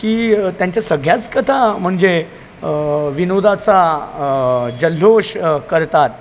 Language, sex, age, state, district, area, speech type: Marathi, male, 30-45, Maharashtra, Palghar, rural, spontaneous